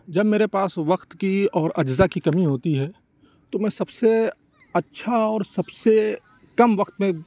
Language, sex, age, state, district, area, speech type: Urdu, male, 45-60, Uttar Pradesh, Lucknow, urban, spontaneous